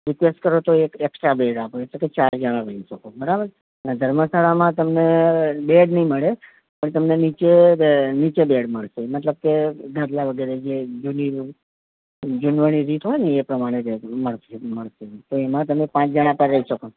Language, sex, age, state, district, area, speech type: Gujarati, male, 45-60, Gujarat, Ahmedabad, urban, conversation